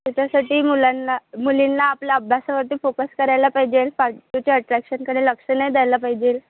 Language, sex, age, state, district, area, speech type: Marathi, female, 18-30, Maharashtra, Wardha, urban, conversation